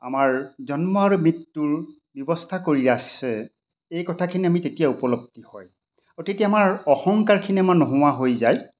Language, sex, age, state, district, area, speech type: Assamese, male, 60+, Assam, Majuli, urban, spontaneous